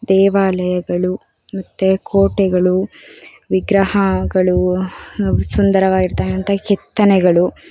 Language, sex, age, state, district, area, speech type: Kannada, female, 18-30, Karnataka, Davanagere, urban, spontaneous